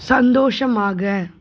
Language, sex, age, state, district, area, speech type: Tamil, female, 45-60, Tamil Nadu, Pudukkottai, rural, read